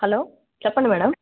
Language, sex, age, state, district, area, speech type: Telugu, female, 60+, Andhra Pradesh, Sri Balaji, urban, conversation